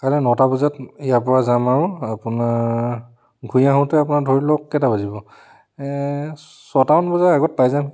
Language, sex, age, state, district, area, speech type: Assamese, male, 45-60, Assam, Charaideo, urban, spontaneous